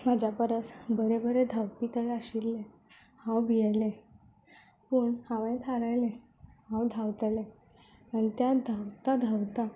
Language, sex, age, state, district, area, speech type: Goan Konkani, female, 18-30, Goa, Tiswadi, rural, spontaneous